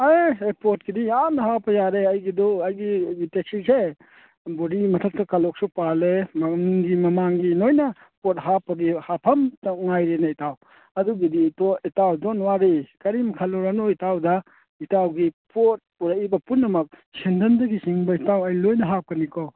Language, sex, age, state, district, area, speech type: Manipuri, male, 45-60, Manipur, Churachandpur, rural, conversation